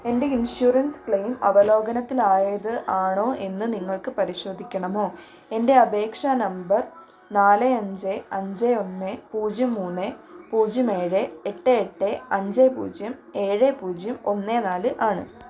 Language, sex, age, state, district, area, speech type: Malayalam, female, 45-60, Kerala, Wayanad, rural, read